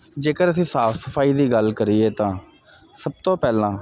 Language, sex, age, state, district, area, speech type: Punjabi, male, 30-45, Punjab, Jalandhar, urban, spontaneous